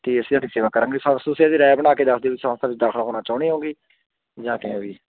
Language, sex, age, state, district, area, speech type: Punjabi, male, 45-60, Punjab, Barnala, rural, conversation